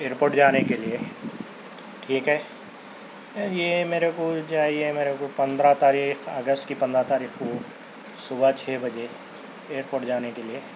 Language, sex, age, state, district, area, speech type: Urdu, male, 30-45, Telangana, Hyderabad, urban, spontaneous